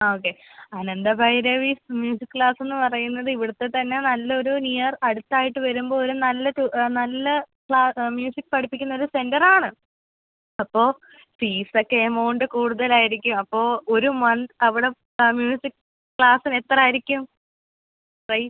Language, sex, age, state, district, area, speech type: Malayalam, female, 18-30, Kerala, Kollam, rural, conversation